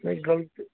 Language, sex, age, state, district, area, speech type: Urdu, male, 60+, Bihar, Khagaria, rural, conversation